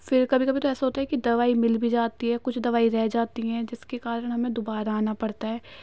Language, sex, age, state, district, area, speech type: Urdu, female, 18-30, Uttar Pradesh, Ghaziabad, rural, spontaneous